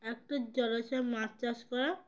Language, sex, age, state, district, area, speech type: Bengali, female, 18-30, West Bengal, Uttar Dinajpur, urban, spontaneous